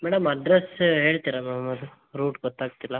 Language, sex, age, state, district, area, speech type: Kannada, male, 18-30, Karnataka, Davanagere, rural, conversation